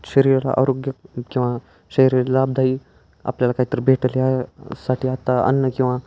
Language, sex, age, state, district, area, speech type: Marathi, male, 18-30, Maharashtra, Osmanabad, rural, spontaneous